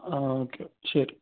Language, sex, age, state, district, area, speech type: Malayalam, male, 30-45, Kerala, Malappuram, rural, conversation